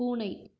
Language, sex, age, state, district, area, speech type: Tamil, female, 18-30, Tamil Nadu, Krishnagiri, rural, read